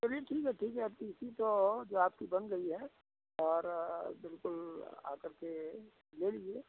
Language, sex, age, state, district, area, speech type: Hindi, male, 60+, Uttar Pradesh, Sitapur, rural, conversation